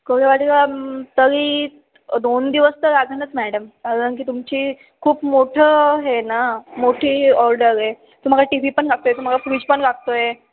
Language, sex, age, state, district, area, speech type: Marathi, female, 18-30, Maharashtra, Ahmednagar, rural, conversation